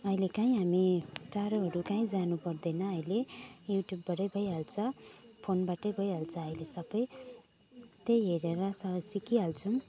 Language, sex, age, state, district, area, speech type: Nepali, female, 45-60, West Bengal, Jalpaiguri, urban, spontaneous